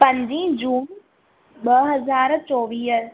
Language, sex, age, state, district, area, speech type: Sindhi, female, 18-30, Maharashtra, Thane, urban, conversation